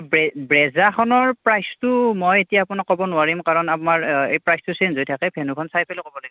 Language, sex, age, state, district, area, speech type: Assamese, male, 18-30, Assam, Nalbari, rural, conversation